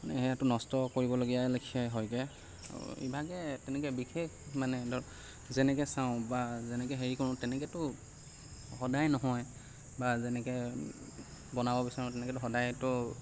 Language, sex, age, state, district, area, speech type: Assamese, male, 45-60, Assam, Lakhimpur, rural, spontaneous